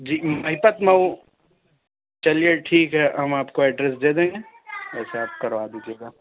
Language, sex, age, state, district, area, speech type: Urdu, male, 18-30, Uttar Pradesh, Lucknow, urban, conversation